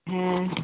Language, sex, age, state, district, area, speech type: Bengali, female, 30-45, West Bengal, Birbhum, urban, conversation